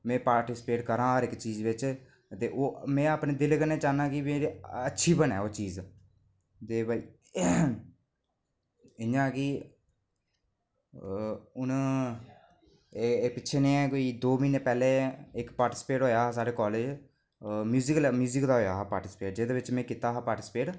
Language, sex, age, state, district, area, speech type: Dogri, male, 18-30, Jammu and Kashmir, Reasi, rural, spontaneous